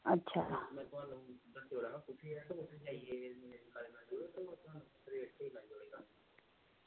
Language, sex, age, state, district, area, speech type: Dogri, female, 30-45, Jammu and Kashmir, Reasi, rural, conversation